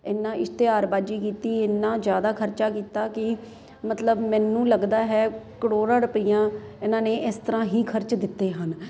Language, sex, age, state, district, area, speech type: Punjabi, female, 30-45, Punjab, Ludhiana, urban, spontaneous